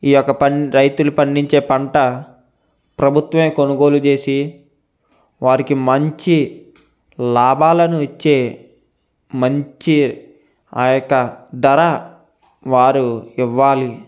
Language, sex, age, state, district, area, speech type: Telugu, male, 18-30, Andhra Pradesh, Konaseema, urban, spontaneous